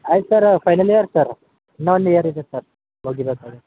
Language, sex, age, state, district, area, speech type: Kannada, male, 18-30, Karnataka, Bidar, rural, conversation